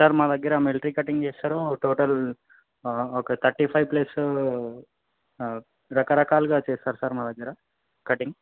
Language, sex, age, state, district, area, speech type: Telugu, male, 18-30, Telangana, Nalgonda, urban, conversation